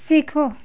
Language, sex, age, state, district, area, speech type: Hindi, female, 60+, Uttar Pradesh, Pratapgarh, rural, read